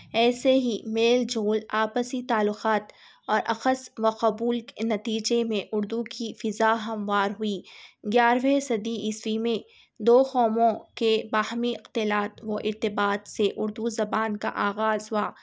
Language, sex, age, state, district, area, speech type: Urdu, female, 18-30, Telangana, Hyderabad, urban, spontaneous